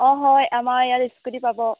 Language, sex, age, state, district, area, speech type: Assamese, female, 18-30, Assam, Jorhat, urban, conversation